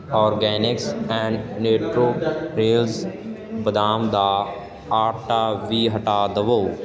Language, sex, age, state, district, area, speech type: Punjabi, male, 18-30, Punjab, Ludhiana, rural, read